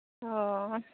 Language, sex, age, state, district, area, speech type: Assamese, female, 18-30, Assam, Darrang, rural, conversation